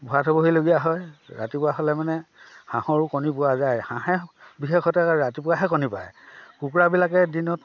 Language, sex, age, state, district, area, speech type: Assamese, male, 60+, Assam, Dhemaji, rural, spontaneous